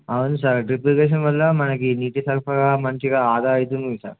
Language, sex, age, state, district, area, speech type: Telugu, male, 18-30, Telangana, Warangal, rural, conversation